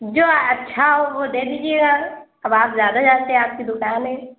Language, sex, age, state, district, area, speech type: Urdu, female, 30-45, Uttar Pradesh, Lucknow, rural, conversation